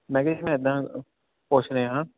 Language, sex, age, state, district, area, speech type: Punjabi, male, 18-30, Punjab, Fatehgarh Sahib, rural, conversation